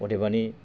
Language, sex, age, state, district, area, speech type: Bodo, male, 30-45, Assam, Baksa, rural, spontaneous